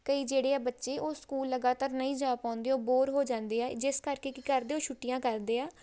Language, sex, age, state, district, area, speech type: Punjabi, female, 18-30, Punjab, Tarn Taran, rural, spontaneous